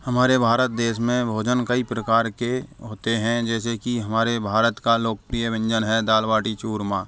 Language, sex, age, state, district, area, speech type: Hindi, male, 45-60, Rajasthan, Karauli, rural, spontaneous